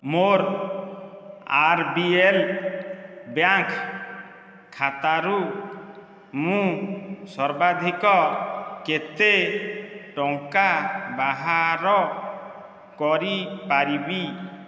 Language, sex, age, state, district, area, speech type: Odia, male, 30-45, Odisha, Dhenkanal, rural, read